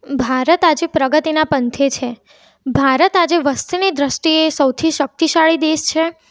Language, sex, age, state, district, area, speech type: Gujarati, female, 18-30, Gujarat, Mehsana, rural, spontaneous